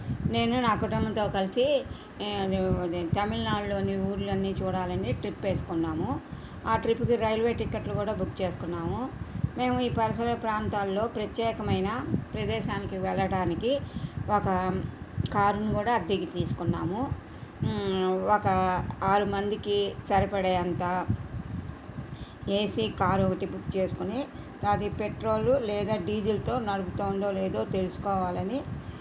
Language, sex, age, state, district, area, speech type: Telugu, female, 60+, Andhra Pradesh, Krishna, rural, spontaneous